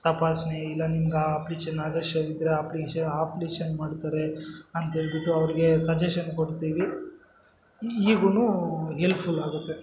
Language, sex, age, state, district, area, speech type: Kannada, male, 60+, Karnataka, Kolar, rural, spontaneous